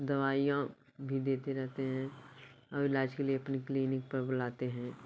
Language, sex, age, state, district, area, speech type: Hindi, female, 45-60, Uttar Pradesh, Bhadohi, urban, spontaneous